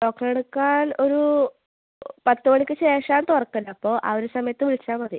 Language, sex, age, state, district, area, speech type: Malayalam, female, 18-30, Kerala, Kasaragod, rural, conversation